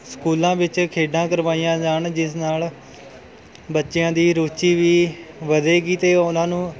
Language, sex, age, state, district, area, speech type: Punjabi, male, 18-30, Punjab, Mohali, rural, spontaneous